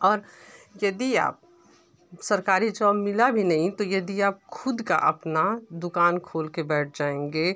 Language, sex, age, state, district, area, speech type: Hindi, female, 30-45, Uttar Pradesh, Ghazipur, rural, spontaneous